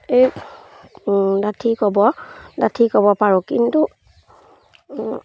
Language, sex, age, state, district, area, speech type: Assamese, female, 30-45, Assam, Charaideo, rural, spontaneous